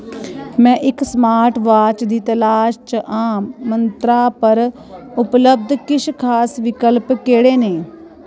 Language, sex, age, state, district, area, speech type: Dogri, female, 45-60, Jammu and Kashmir, Kathua, rural, read